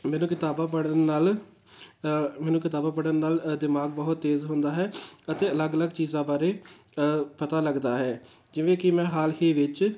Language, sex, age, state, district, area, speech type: Punjabi, male, 18-30, Punjab, Tarn Taran, rural, spontaneous